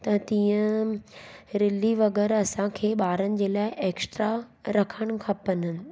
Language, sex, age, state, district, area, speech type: Sindhi, female, 30-45, Gujarat, Surat, urban, spontaneous